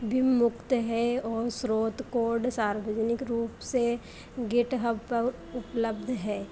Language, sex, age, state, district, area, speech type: Hindi, female, 45-60, Madhya Pradesh, Harda, urban, read